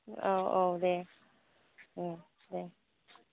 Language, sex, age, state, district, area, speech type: Bodo, female, 45-60, Assam, Kokrajhar, urban, conversation